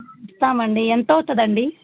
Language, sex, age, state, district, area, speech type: Telugu, female, 30-45, Andhra Pradesh, Chittoor, rural, conversation